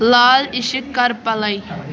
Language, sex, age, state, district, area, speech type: Kashmiri, female, 18-30, Jammu and Kashmir, Kulgam, rural, read